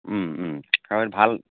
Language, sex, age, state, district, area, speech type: Assamese, male, 45-60, Assam, Tinsukia, rural, conversation